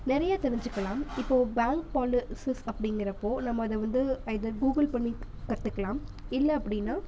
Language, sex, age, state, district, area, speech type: Tamil, female, 18-30, Tamil Nadu, Namakkal, rural, spontaneous